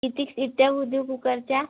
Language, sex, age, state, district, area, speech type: Marathi, female, 18-30, Maharashtra, Amravati, rural, conversation